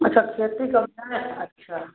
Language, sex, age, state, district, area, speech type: Hindi, male, 45-60, Uttar Pradesh, Sitapur, rural, conversation